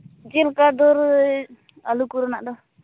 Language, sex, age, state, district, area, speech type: Santali, female, 18-30, West Bengal, Purulia, rural, conversation